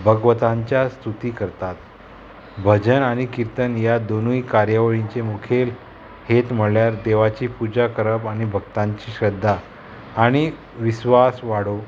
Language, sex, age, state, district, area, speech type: Goan Konkani, male, 30-45, Goa, Murmgao, rural, spontaneous